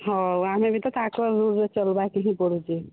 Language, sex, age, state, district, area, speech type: Odia, female, 45-60, Odisha, Boudh, rural, conversation